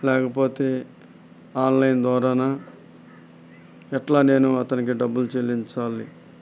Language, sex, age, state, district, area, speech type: Telugu, male, 45-60, Andhra Pradesh, Nellore, rural, spontaneous